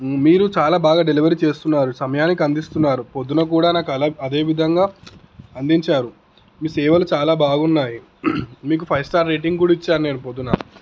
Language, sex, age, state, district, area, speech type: Telugu, male, 18-30, Telangana, Peddapalli, rural, spontaneous